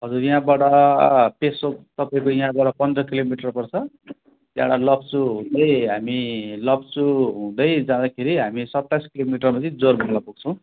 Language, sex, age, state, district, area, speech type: Nepali, male, 45-60, West Bengal, Darjeeling, rural, conversation